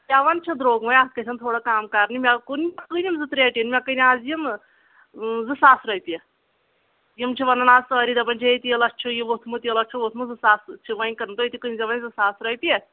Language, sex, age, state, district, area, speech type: Kashmiri, female, 30-45, Jammu and Kashmir, Anantnag, rural, conversation